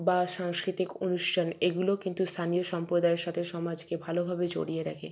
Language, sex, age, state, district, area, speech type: Bengali, female, 45-60, West Bengal, Purba Bardhaman, urban, spontaneous